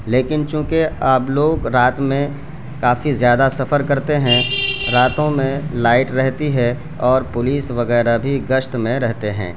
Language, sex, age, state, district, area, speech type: Urdu, male, 18-30, Bihar, Araria, rural, spontaneous